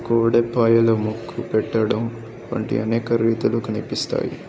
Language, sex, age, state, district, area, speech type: Telugu, male, 18-30, Telangana, Medak, rural, spontaneous